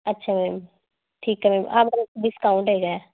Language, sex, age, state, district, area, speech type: Punjabi, female, 18-30, Punjab, Fazilka, rural, conversation